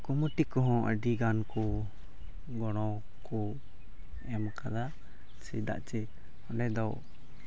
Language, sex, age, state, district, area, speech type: Santali, male, 18-30, Jharkhand, Pakur, rural, spontaneous